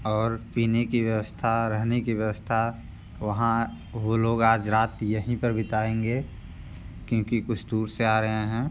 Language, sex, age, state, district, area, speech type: Hindi, male, 18-30, Uttar Pradesh, Mirzapur, rural, spontaneous